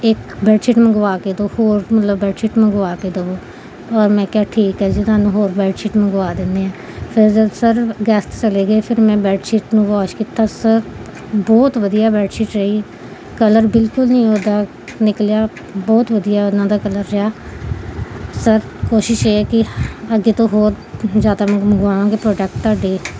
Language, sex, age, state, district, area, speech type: Punjabi, female, 30-45, Punjab, Gurdaspur, urban, spontaneous